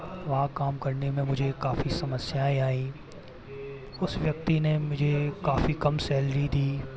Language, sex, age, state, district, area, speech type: Hindi, male, 18-30, Madhya Pradesh, Jabalpur, urban, spontaneous